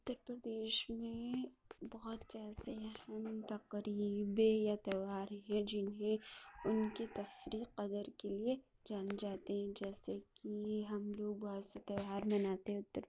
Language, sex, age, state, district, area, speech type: Urdu, female, 60+, Uttar Pradesh, Lucknow, urban, spontaneous